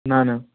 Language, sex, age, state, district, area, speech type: Odia, male, 18-30, Odisha, Balasore, rural, conversation